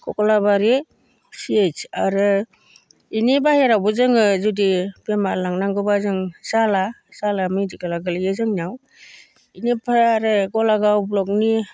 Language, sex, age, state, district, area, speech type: Bodo, female, 60+, Assam, Baksa, rural, spontaneous